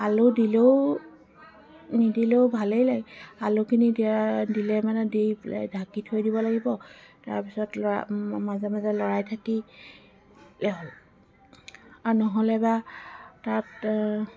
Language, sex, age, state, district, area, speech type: Assamese, female, 45-60, Assam, Dibrugarh, rural, spontaneous